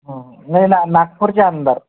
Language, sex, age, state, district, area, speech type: Marathi, male, 18-30, Maharashtra, Yavatmal, rural, conversation